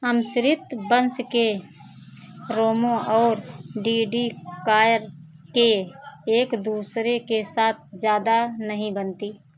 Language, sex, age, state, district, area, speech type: Hindi, female, 45-60, Uttar Pradesh, Ayodhya, rural, read